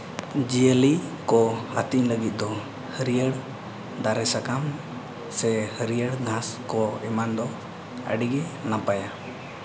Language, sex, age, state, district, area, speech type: Santali, male, 18-30, Jharkhand, East Singhbhum, rural, spontaneous